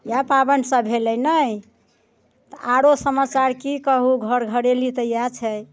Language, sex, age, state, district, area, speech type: Maithili, female, 60+, Bihar, Muzaffarpur, urban, spontaneous